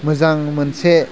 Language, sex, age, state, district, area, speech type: Bodo, male, 18-30, Assam, Udalguri, rural, spontaneous